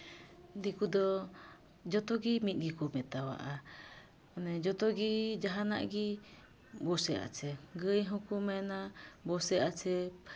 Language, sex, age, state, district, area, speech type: Santali, female, 30-45, West Bengal, Malda, rural, spontaneous